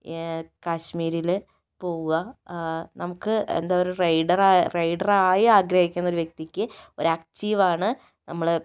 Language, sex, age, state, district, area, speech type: Malayalam, female, 30-45, Kerala, Kozhikode, urban, spontaneous